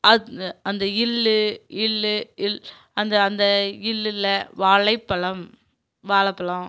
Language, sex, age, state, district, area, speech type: Tamil, female, 30-45, Tamil Nadu, Kallakurichi, urban, spontaneous